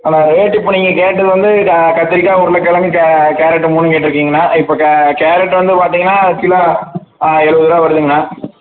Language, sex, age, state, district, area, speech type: Tamil, male, 18-30, Tamil Nadu, Namakkal, rural, conversation